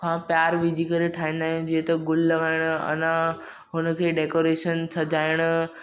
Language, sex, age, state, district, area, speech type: Sindhi, male, 18-30, Maharashtra, Mumbai Suburban, urban, spontaneous